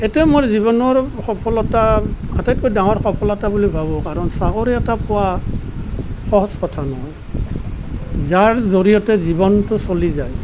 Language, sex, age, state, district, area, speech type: Assamese, male, 60+, Assam, Nalbari, rural, spontaneous